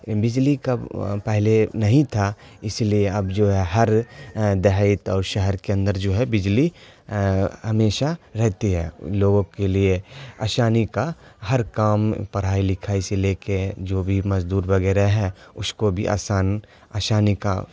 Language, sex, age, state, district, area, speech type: Urdu, male, 18-30, Bihar, Khagaria, rural, spontaneous